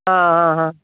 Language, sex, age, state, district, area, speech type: Malayalam, female, 45-60, Kerala, Thiruvananthapuram, urban, conversation